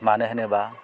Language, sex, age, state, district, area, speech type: Bodo, male, 60+, Assam, Kokrajhar, rural, spontaneous